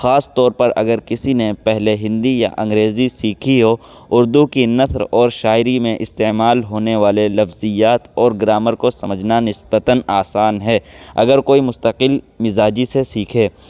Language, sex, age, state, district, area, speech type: Urdu, male, 18-30, Uttar Pradesh, Saharanpur, urban, spontaneous